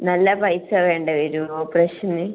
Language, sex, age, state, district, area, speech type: Malayalam, female, 18-30, Kerala, Kannur, rural, conversation